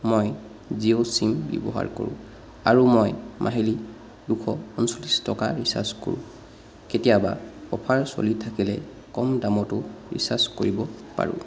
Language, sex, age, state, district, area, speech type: Assamese, male, 45-60, Assam, Charaideo, rural, spontaneous